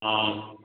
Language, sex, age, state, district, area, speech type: Assamese, male, 30-45, Assam, Sivasagar, urban, conversation